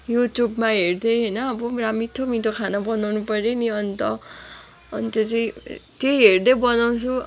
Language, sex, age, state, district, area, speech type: Nepali, female, 18-30, West Bengal, Kalimpong, rural, spontaneous